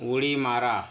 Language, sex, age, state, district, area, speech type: Marathi, male, 60+, Maharashtra, Yavatmal, rural, read